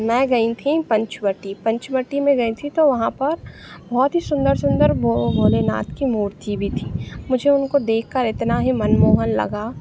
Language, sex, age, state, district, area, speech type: Hindi, female, 18-30, Madhya Pradesh, Narsinghpur, urban, spontaneous